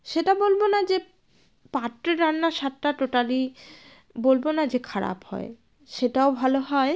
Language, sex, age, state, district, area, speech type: Bengali, female, 45-60, West Bengal, Jalpaiguri, rural, spontaneous